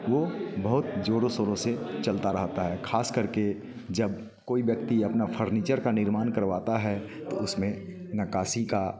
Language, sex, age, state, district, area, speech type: Hindi, male, 45-60, Bihar, Muzaffarpur, urban, spontaneous